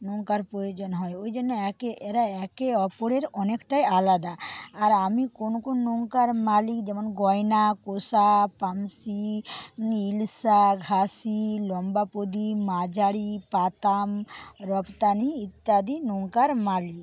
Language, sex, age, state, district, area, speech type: Bengali, female, 45-60, West Bengal, Paschim Medinipur, rural, spontaneous